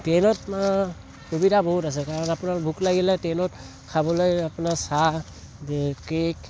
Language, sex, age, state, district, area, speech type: Assamese, male, 18-30, Assam, Tinsukia, rural, spontaneous